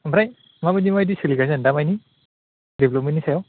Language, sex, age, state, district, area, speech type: Bodo, male, 30-45, Assam, Chirang, urban, conversation